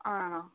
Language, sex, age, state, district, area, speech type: Malayalam, female, 18-30, Kerala, Wayanad, rural, conversation